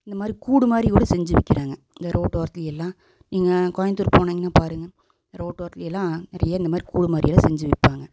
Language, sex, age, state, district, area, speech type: Tamil, female, 30-45, Tamil Nadu, Coimbatore, urban, spontaneous